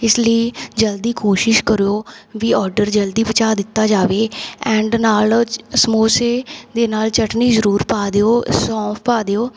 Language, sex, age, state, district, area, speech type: Punjabi, female, 18-30, Punjab, Mansa, rural, spontaneous